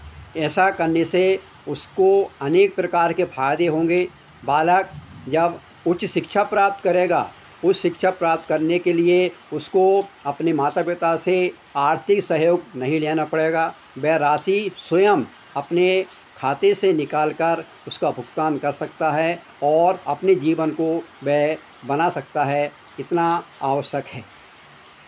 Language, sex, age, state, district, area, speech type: Hindi, male, 60+, Madhya Pradesh, Hoshangabad, urban, spontaneous